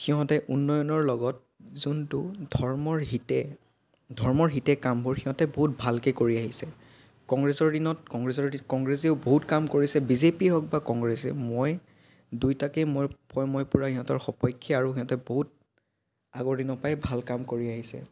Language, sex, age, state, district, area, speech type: Assamese, male, 18-30, Assam, Biswanath, rural, spontaneous